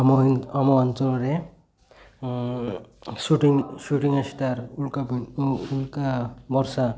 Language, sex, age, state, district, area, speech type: Odia, male, 30-45, Odisha, Malkangiri, urban, spontaneous